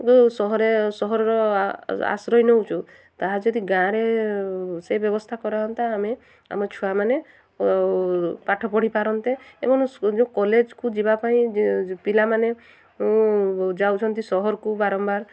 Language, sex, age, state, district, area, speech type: Odia, female, 30-45, Odisha, Mayurbhanj, rural, spontaneous